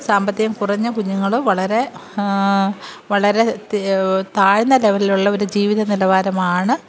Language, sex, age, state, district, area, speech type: Malayalam, female, 45-60, Kerala, Kollam, rural, spontaneous